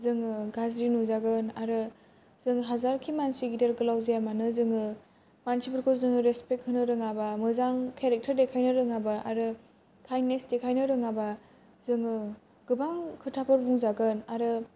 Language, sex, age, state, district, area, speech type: Bodo, female, 18-30, Assam, Kokrajhar, urban, spontaneous